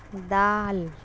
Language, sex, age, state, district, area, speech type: Urdu, female, 45-60, Bihar, Darbhanga, rural, spontaneous